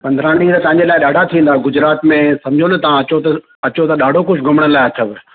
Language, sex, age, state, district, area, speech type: Sindhi, male, 45-60, Gujarat, Surat, urban, conversation